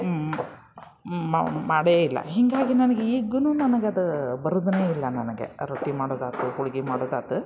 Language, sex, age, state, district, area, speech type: Kannada, female, 45-60, Karnataka, Dharwad, urban, spontaneous